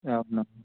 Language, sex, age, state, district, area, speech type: Telugu, male, 30-45, Telangana, Mancherial, rural, conversation